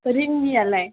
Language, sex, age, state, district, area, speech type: Bodo, female, 18-30, Assam, Chirang, rural, conversation